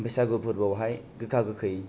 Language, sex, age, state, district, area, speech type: Bodo, male, 18-30, Assam, Kokrajhar, rural, spontaneous